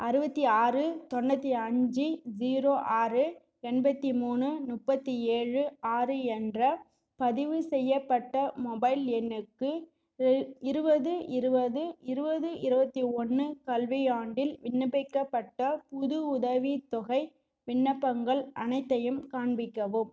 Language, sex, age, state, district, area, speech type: Tamil, female, 30-45, Tamil Nadu, Cuddalore, rural, read